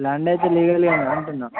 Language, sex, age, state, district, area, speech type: Telugu, male, 30-45, Telangana, Mancherial, rural, conversation